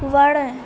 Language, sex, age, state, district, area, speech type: Sindhi, female, 18-30, Madhya Pradesh, Katni, urban, read